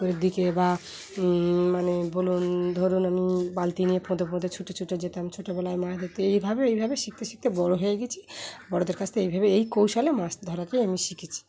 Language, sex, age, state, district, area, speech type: Bengali, female, 30-45, West Bengal, Dakshin Dinajpur, urban, spontaneous